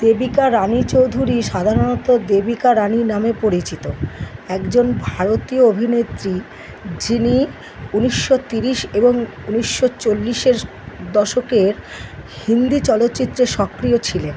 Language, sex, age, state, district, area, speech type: Bengali, female, 60+, West Bengal, Kolkata, urban, read